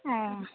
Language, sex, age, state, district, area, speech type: Maithili, female, 18-30, Bihar, Saharsa, urban, conversation